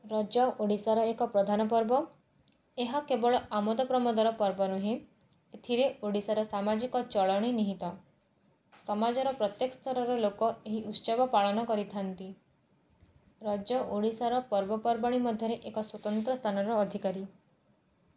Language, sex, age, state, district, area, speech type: Odia, female, 18-30, Odisha, Cuttack, urban, spontaneous